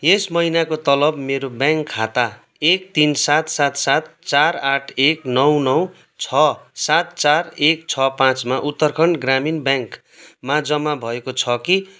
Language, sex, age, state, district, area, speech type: Nepali, male, 30-45, West Bengal, Kalimpong, rural, read